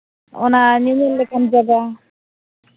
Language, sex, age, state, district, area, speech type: Santali, female, 30-45, Jharkhand, East Singhbhum, rural, conversation